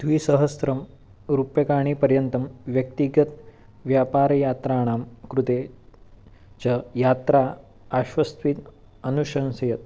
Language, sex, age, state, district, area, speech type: Sanskrit, male, 18-30, Maharashtra, Nagpur, urban, read